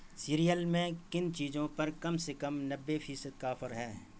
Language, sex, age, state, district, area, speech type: Urdu, male, 45-60, Bihar, Saharsa, rural, read